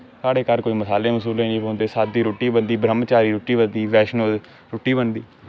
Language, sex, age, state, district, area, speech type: Dogri, male, 18-30, Jammu and Kashmir, Samba, urban, spontaneous